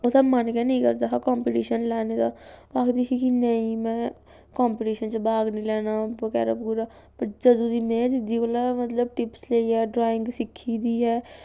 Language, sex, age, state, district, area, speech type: Dogri, female, 18-30, Jammu and Kashmir, Samba, rural, spontaneous